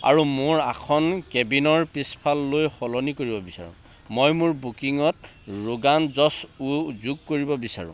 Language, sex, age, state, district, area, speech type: Assamese, male, 45-60, Assam, Charaideo, rural, read